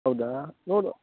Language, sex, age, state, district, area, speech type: Kannada, male, 18-30, Karnataka, Uttara Kannada, rural, conversation